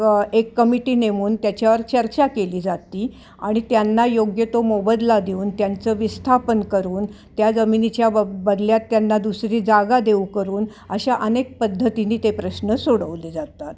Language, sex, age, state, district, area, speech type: Marathi, female, 60+, Maharashtra, Ahmednagar, urban, spontaneous